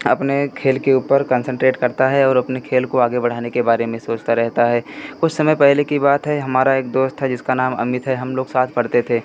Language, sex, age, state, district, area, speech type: Hindi, male, 18-30, Uttar Pradesh, Pratapgarh, urban, spontaneous